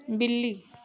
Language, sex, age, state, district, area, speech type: Hindi, female, 18-30, Uttar Pradesh, Azamgarh, rural, read